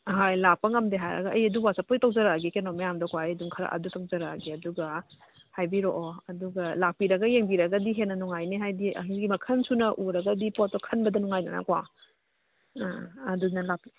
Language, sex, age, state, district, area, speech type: Manipuri, female, 30-45, Manipur, Imphal East, rural, conversation